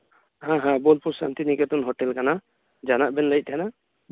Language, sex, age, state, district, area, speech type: Santali, male, 18-30, West Bengal, Birbhum, rural, conversation